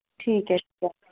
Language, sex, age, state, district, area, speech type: Punjabi, female, 18-30, Punjab, Fazilka, rural, conversation